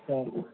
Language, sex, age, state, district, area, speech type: Bengali, male, 18-30, West Bengal, Darjeeling, rural, conversation